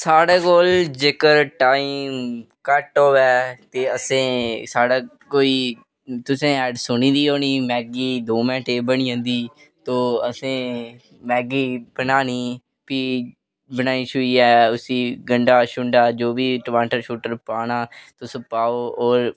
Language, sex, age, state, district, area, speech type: Dogri, male, 18-30, Jammu and Kashmir, Reasi, rural, spontaneous